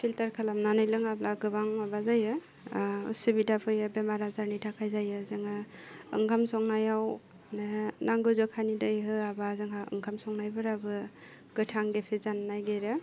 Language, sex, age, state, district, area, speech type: Bodo, female, 30-45, Assam, Udalguri, urban, spontaneous